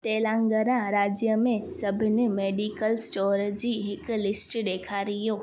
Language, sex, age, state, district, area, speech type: Sindhi, female, 18-30, Gujarat, Junagadh, rural, read